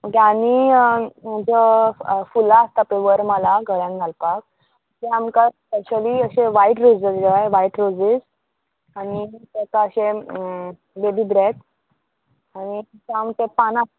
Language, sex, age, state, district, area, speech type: Goan Konkani, female, 18-30, Goa, Murmgao, urban, conversation